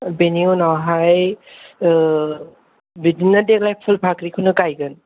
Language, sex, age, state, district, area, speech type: Bodo, male, 18-30, Assam, Kokrajhar, rural, conversation